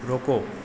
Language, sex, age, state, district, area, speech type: Hindi, male, 18-30, Madhya Pradesh, Hoshangabad, urban, read